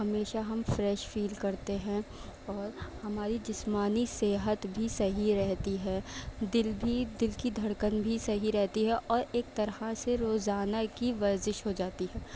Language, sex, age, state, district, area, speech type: Urdu, female, 18-30, Delhi, Central Delhi, urban, spontaneous